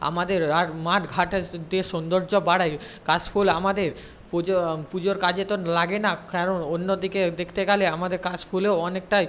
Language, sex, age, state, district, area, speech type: Bengali, male, 18-30, West Bengal, Paschim Medinipur, rural, spontaneous